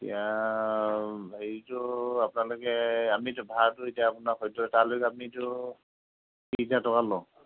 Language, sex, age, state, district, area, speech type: Assamese, male, 45-60, Assam, Nagaon, rural, conversation